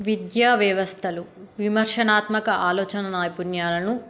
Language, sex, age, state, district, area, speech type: Telugu, female, 30-45, Telangana, Peddapalli, rural, spontaneous